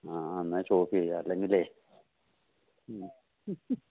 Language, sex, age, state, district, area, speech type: Malayalam, male, 60+, Kerala, Idukki, rural, conversation